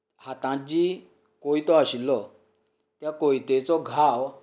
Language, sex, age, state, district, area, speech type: Goan Konkani, male, 45-60, Goa, Canacona, rural, spontaneous